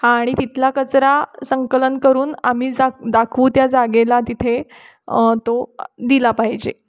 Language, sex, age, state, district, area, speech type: Marathi, female, 30-45, Maharashtra, Kolhapur, urban, spontaneous